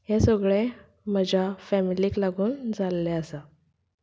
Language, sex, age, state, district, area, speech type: Goan Konkani, female, 18-30, Goa, Canacona, rural, spontaneous